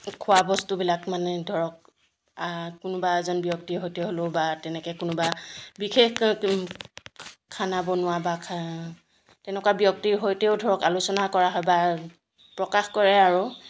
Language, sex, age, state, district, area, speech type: Assamese, female, 45-60, Assam, Jorhat, urban, spontaneous